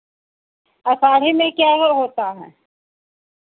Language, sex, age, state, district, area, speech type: Hindi, female, 60+, Uttar Pradesh, Lucknow, rural, conversation